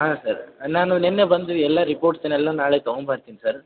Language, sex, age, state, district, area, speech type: Kannada, male, 18-30, Karnataka, Dharwad, urban, conversation